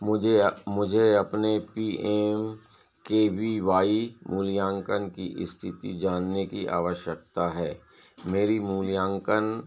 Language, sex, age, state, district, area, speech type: Hindi, male, 60+, Madhya Pradesh, Seoni, urban, read